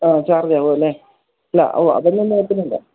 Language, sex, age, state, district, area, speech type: Malayalam, female, 60+, Kerala, Idukki, rural, conversation